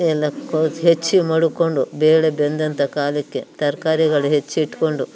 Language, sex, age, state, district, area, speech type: Kannada, female, 60+, Karnataka, Mandya, rural, spontaneous